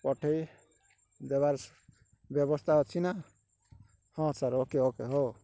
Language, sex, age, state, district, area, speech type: Odia, male, 45-60, Odisha, Rayagada, rural, spontaneous